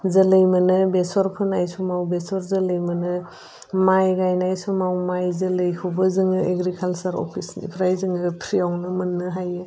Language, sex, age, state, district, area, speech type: Bodo, female, 30-45, Assam, Udalguri, urban, spontaneous